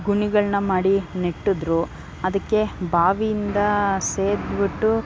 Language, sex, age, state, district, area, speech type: Kannada, female, 18-30, Karnataka, Tumkur, urban, spontaneous